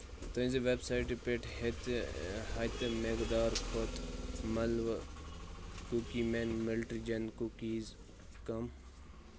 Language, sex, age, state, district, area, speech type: Kashmiri, male, 18-30, Jammu and Kashmir, Kupwara, urban, read